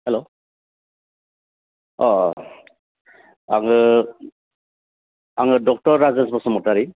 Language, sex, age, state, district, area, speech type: Bodo, male, 45-60, Assam, Baksa, urban, conversation